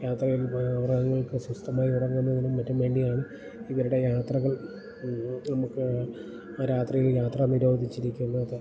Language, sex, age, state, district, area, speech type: Malayalam, male, 30-45, Kerala, Idukki, rural, spontaneous